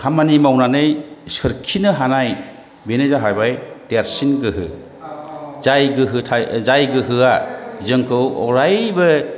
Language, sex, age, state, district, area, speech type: Bodo, male, 60+, Assam, Chirang, rural, spontaneous